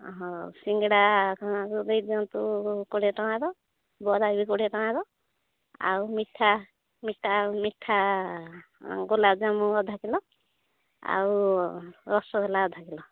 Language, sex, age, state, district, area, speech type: Odia, female, 45-60, Odisha, Angul, rural, conversation